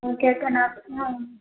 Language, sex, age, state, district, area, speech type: Telugu, female, 30-45, Andhra Pradesh, Kadapa, rural, conversation